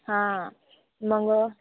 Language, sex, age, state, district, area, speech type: Marathi, female, 18-30, Maharashtra, Nashik, rural, conversation